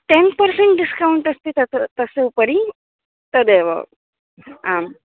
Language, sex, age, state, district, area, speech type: Sanskrit, female, 18-30, Maharashtra, Chandrapur, urban, conversation